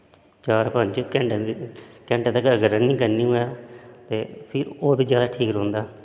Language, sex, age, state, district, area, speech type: Dogri, male, 30-45, Jammu and Kashmir, Udhampur, urban, spontaneous